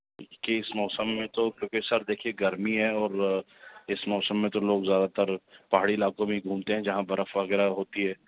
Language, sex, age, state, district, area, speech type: Urdu, male, 30-45, Delhi, Central Delhi, urban, conversation